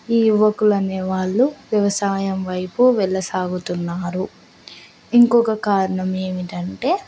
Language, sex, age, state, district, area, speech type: Telugu, female, 18-30, Andhra Pradesh, Nandyal, rural, spontaneous